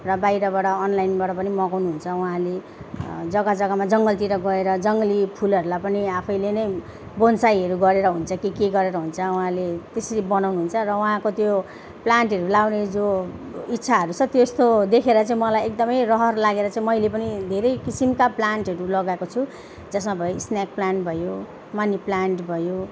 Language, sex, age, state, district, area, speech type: Nepali, female, 30-45, West Bengal, Jalpaiguri, urban, spontaneous